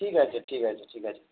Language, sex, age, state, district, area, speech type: Bengali, male, 30-45, West Bengal, Howrah, urban, conversation